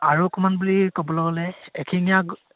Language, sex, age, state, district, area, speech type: Assamese, male, 18-30, Assam, Sivasagar, rural, conversation